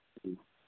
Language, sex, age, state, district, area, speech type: Manipuri, male, 45-60, Manipur, Churachandpur, rural, conversation